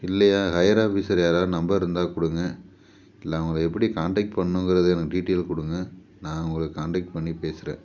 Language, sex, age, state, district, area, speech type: Tamil, male, 30-45, Tamil Nadu, Tiruchirappalli, rural, spontaneous